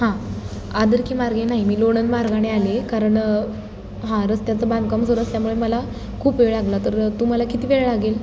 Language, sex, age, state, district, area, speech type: Marathi, female, 18-30, Maharashtra, Satara, urban, spontaneous